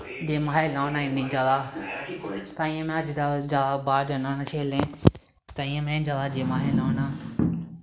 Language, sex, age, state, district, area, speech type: Dogri, male, 18-30, Jammu and Kashmir, Samba, rural, spontaneous